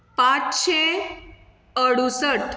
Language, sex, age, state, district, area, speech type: Goan Konkani, female, 30-45, Goa, Bardez, rural, spontaneous